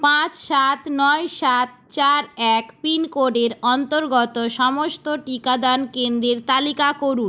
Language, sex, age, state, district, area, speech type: Bengali, female, 45-60, West Bengal, Purba Medinipur, rural, read